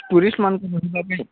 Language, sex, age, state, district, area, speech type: Odia, male, 30-45, Odisha, Bargarh, urban, conversation